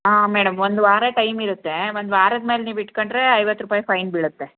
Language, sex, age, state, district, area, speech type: Kannada, female, 30-45, Karnataka, Hassan, rural, conversation